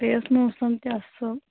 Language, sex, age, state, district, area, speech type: Kashmiri, female, 30-45, Jammu and Kashmir, Kulgam, rural, conversation